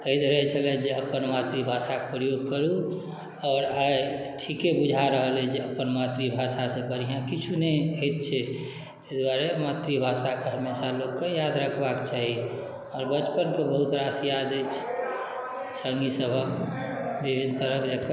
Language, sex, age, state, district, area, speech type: Maithili, male, 45-60, Bihar, Madhubani, rural, spontaneous